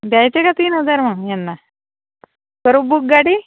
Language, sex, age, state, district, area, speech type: Marathi, female, 45-60, Maharashtra, Nagpur, rural, conversation